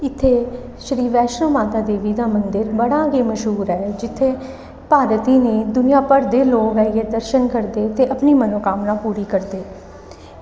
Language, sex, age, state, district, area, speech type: Dogri, female, 30-45, Jammu and Kashmir, Reasi, urban, spontaneous